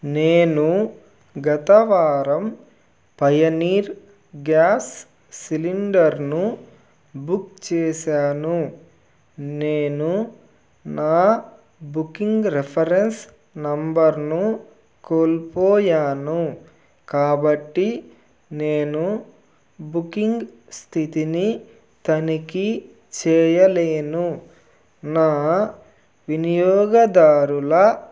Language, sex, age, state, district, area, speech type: Telugu, male, 30-45, Andhra Pradesh, Nellore, rural, read